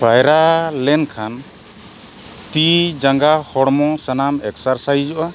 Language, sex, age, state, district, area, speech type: Santali, male, 45-60, Odisha, Mayurbhanj, rural, spontaneous